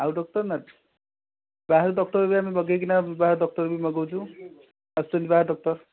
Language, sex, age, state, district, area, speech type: Odia, male, 45-60, Odisha, Kendujhar, urban, conversation